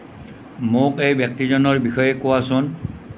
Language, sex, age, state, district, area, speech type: Assamese, male, 60+, Assam, Nalbari, rural, read